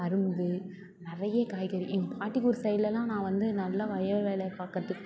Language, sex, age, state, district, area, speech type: Tamil, female, 18-30, Tamil Nadu, Thanjavur, rural, spontaneous